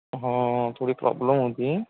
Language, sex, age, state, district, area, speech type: Marathi, male, 30-45, Maharashtra, Gadchiroli, rural, conversation